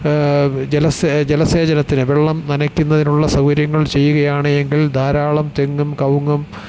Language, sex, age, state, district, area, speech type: Malayalam, male, 45-60, Kerala, Thiruvananthapuram, urban, spontaneous